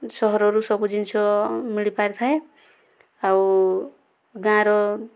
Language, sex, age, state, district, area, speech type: Odia, female, 30-45, Odisha, Kandhamal, rural, spontaneous